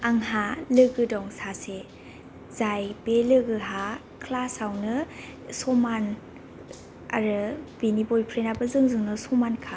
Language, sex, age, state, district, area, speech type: Bodo, female, 18-30, Assam, Kokrajhar, rural, spontaneous